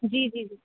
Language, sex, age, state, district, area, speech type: Urdu, female, 18-30, Uttar Pradesh, Rampur, urban, conversation